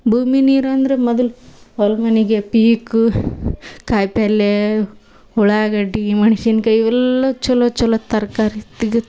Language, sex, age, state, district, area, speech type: Kannada, female, 18-30, Karnataka, Dharwad, rural, spontaneous